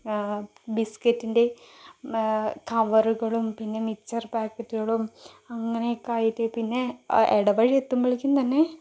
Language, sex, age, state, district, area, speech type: Malayalam, female, 45-60, Kerala, Palakkad, urban, spontaneous